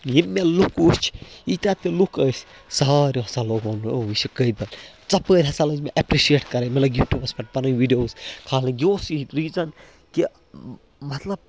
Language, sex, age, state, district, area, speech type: Kashmiri, male, 18-30, Jammu and Kashmir, Baramulla, rural, spontaneous